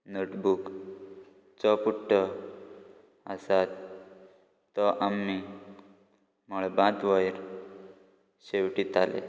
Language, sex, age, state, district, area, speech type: Goan Konkani, male, 18-30, Goa, Quepem, rural, spontaneous